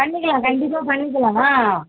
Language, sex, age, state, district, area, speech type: Tamil, female, 45-60, Tamil Nadu, Kallakurichi, rural, conversation